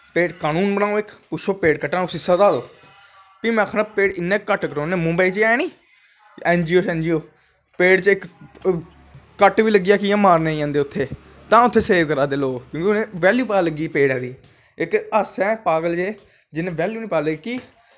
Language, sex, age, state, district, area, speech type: Dogri, male, 18-30, Jammu and Kashmir, Jammu, urban, spontaneous